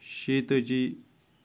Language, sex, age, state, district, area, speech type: Kashmiri, male, 18-30, Jammu and Kashmir, Kupwara, rural, spontaneous